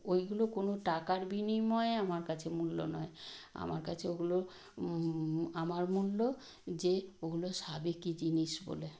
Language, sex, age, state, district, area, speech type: Bengali, female, 60+, West Bengal, Nadia, rural, spontaneous